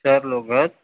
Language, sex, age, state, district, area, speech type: Marathi, male, 45-60, Maharashtra, Nagpur, urban, conversation